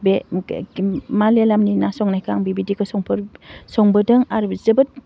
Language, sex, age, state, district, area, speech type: Bodo, female, 45-60, Assam, Udalguri, urban, spontaneous